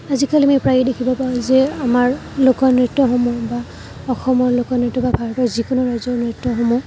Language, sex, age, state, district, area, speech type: Assamese, female, 18-30, Assam, Kamrup Metropolitan, urban, spontaneous